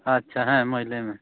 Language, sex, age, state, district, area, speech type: Santali, male, 30-45, West Bengal, Jhargram, rural, conversation